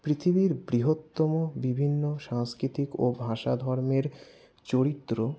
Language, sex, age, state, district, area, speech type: Bengali, male, 60+, West Bengal, Paschim Bardhaman, urban, spontaneous